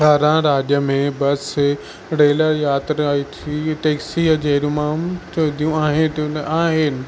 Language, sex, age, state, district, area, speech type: Sindhi, male, 30-45, Maharashtra, Thane, urban, spontaneous